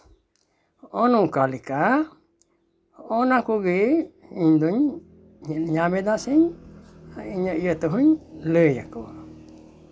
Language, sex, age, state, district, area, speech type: Santali, male, 60+, West Bengal, Bankura, rural, spontaneous